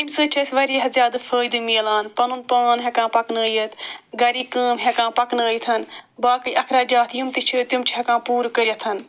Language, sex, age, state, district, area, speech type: Kashmiri, female, 45-60, Jammu and Kashmir, Srinagar, urban, spontaneous